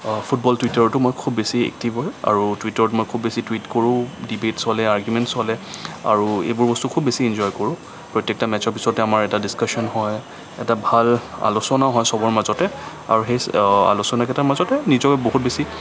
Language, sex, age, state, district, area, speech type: Assamese, male, 18-30, Assam, Kamrup Metropolitan, urban, spontaneous